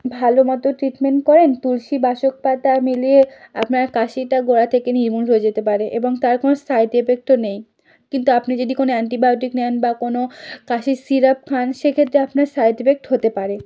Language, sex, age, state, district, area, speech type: Bengali, female, 30-45, West Bengal, South 24 Parganas, rural, spontaneous